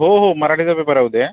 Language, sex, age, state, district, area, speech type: Marathi, male, 45-60, Maharashtra, Akola, rural, conversation